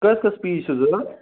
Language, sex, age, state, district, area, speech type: Kashmiri, male, 45-60, Jammu and Kashmir, Srinagar, urban, conversation